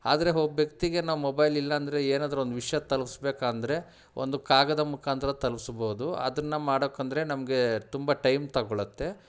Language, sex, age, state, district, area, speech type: Kannada, male, 30-45, Karnataka, Kolar, urban, spontaneous